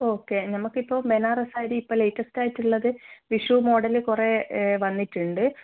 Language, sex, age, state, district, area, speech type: Malayalam, female, 18-30, Kerala, Kannur, rural, conversation